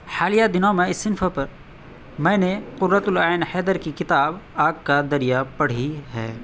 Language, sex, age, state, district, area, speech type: Urdu, male, 30-45, Bihar, Araria, urban, spontaneous